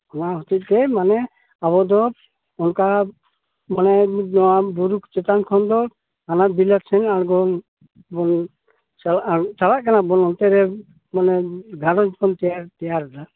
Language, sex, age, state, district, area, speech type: Santali, male, 60+, West Bengal, Purulia, rural, conversation